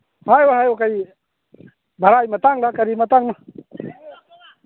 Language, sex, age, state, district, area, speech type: Manipuri, male, 30-45, Manipur, Churachandpur, rural, conversation